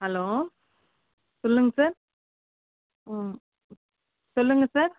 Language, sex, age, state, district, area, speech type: Tamil, female, 30-45, Tamil Nadu, Krishnagiri, rural, conversation